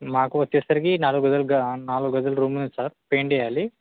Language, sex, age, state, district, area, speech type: Telugu, male, 18-30, Telangana, Bhadradri Kothagudem, urban, conversation